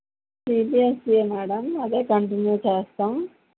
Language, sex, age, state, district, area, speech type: Telugu, female, 18-30, Telangana, Mancherial, rural, conversation